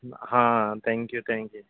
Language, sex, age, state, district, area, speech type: Goan Konkani, male, 18-30, Goa, Ponda, rural, conversation